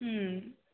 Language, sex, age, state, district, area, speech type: Kannada, female, 18-30, Karnataka, Tumkur, rural, conversation